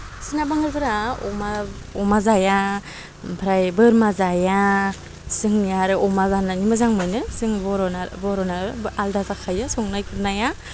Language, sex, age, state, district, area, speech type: Bodo, female, 18-30, Assam, Udalguri, rural, spontaneous